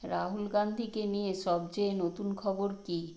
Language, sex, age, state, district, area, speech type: Bengali, female, 60+, West Bengal, Nadia, rural, read